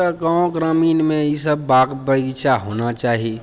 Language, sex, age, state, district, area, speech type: Maithili, male, 30-45, Bihar, Purnia, rural, spontaneous